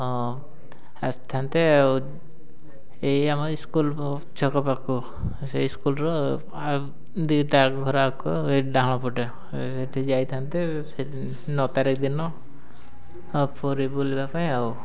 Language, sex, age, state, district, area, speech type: Odia, male, 18-30, Odisha, Mayurbhanj, rural, spontaneous